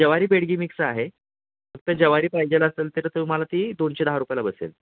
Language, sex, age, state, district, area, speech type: Marathi, male, 30-45, Maharashtra, Kolhapur, urban, conversation